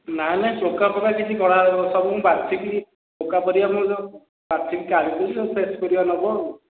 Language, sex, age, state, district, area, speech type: Odia, male, 45-60, Odisha, Khordha, rural, conversation